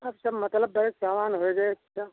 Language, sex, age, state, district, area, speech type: Hindi, male, 60+, Uttar Pradesh, Lucknow, rural, conversation